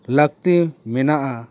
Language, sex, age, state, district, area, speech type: Santali, male, 30-45, West Bengal, Paschim Bardhaman, urban, spontaneous